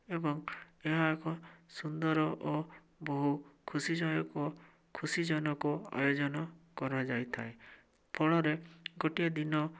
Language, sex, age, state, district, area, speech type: Odia, male, 18-30, Odisha, Bhadrak, rural, spontaneous